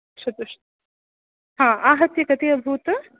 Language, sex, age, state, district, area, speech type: Sanskrit, female, 18-30, Karnataka, Udupi, rural, conversation